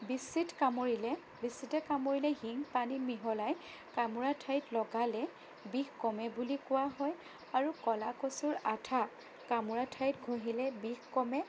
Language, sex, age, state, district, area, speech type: Assamese, female, 30-45, Assam, Sonitpur, rural, spontaneous